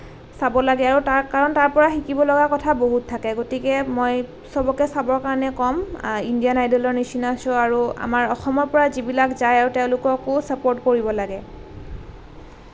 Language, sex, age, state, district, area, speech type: Assamese, female, 18-30, Assam, Nalbari, rural, spontaneous